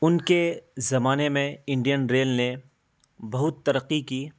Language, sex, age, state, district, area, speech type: Urdu, male, 18-30, Bihar, Araria, rural, spontaneous